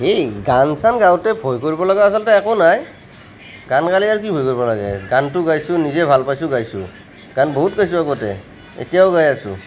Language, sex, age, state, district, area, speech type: Assamese, male, 30-45, Assam, Nalbari, rural, spontaneous